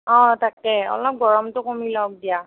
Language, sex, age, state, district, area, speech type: Assamese, female, 45-60, Assam, Nagaon, rural, conversation